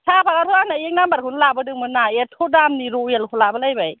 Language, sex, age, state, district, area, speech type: Bodo, female, 45-60, Assam, Kokrajhar, urban, conversation